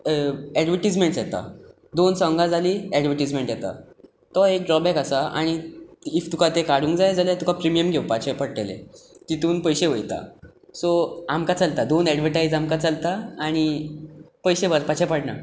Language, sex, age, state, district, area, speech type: Goan Konkani, male, 18-30, Goa, Tiswadi, rural, spontaneous